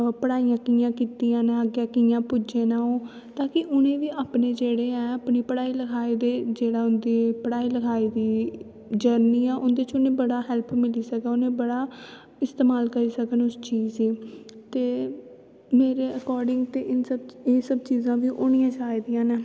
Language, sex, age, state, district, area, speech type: Dogri, female, 18-30, Jammu and Kashmir, Kathua, rural, spontaneous